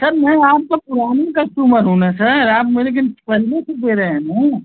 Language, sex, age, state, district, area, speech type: Hindi, male, 18-30, Uttar Pradesh, Azamgarh, rural, conversation